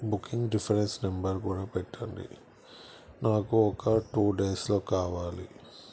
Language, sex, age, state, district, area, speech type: Telugu, male, 30-45, Andhra Pradesh, Krishna, urban, spontaneous